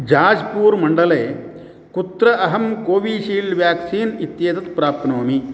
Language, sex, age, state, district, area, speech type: Sanskrit, male, 60+, Karnataka, Uttara Kannada, rural, read